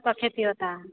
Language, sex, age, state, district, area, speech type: Hindi, female, 30-45, Bihar, Begusarai, rural, conversation